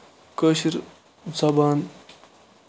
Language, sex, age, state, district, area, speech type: Kashmiri, male, 45-60, Jammu and Kashmir, Bandipora, rural, spontaneous